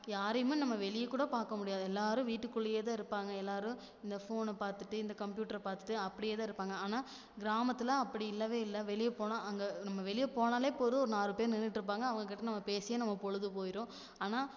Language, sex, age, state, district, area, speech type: Tamil, female, 18-30, Tamil Nadu, Tiruppur, rural, spontaneous